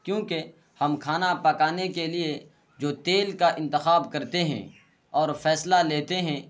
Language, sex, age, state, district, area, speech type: Urdu, male, 18-30, Bihar, Purnia, rural, spontaneous